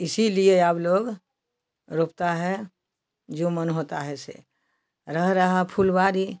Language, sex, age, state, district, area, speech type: Hindi, female, 60+, Bihar, Samastipur, rural, spontaneous